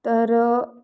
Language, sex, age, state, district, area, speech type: Marathi, female, 18-30, Maharashtra, Pune, urban, spontaneous